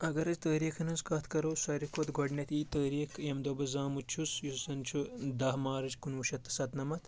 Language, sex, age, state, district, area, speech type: Kashmiri, male, 18-30, Jammu and Kashmir, Kulgam, rural, spontaneous